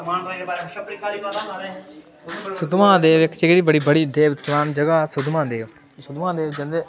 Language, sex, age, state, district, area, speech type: Dogri, male, 18-30, Jammu and Kashmir, Udhampur, rural, spontaneous